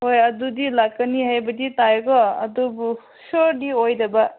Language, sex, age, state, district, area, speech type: Manipuri, female, 30-45, Manipur, Senapati, rural, conversation